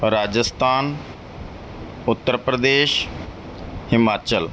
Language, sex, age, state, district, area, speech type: Punjabi, male, 30-45, Punjab, Mansa, urban, spontaneous